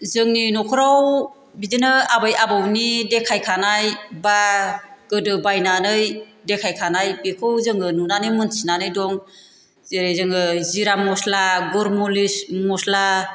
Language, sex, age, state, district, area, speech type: Bodo, female, 45-60, Assam, Chirang, rural, spontaneous